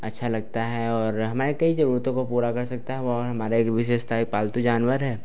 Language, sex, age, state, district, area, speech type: Hindi, male, 30-45, Uttar Pradesh, Lucknow, rural, spontaneous